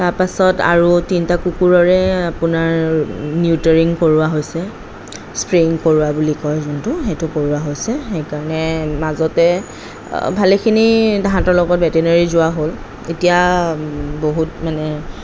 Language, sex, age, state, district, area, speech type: Assamese, female, 30-45, Assam, Kamrup Metropolitan, urban, spontaneous